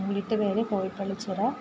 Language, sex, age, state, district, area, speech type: Malayalam, female, 30-45, Kerala, Alappuzha, rural, spontaneous